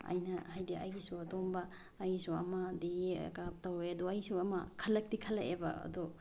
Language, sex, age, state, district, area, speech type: Manipuri, female, 18-30, Manipur, Bishnupur, rural, spontaneous